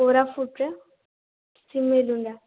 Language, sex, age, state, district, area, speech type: Odia, female, 18-30, Odisha, Jajpur, rural, conversation